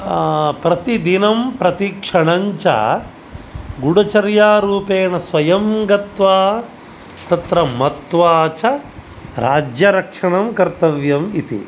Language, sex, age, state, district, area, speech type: Sanskrit, male, 45-60, Karnataka, Dakshina Kannada, rural, spontaneous